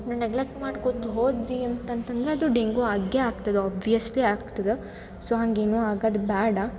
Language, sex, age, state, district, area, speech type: Kannada, female, 18-30, Karnataka, Gulbarga, urban, spontaneous